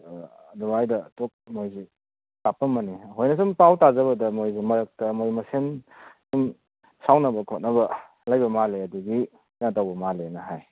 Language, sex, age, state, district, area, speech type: Manipuri, male, 30-45, Manipur, Kakching, rural, conversation